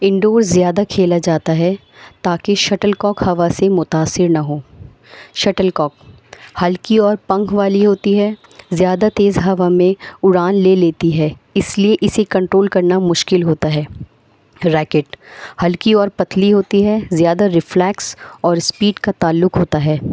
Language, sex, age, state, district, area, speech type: Urdu, female, 30-45, Delhi, North East Delhi, urban, spontaneous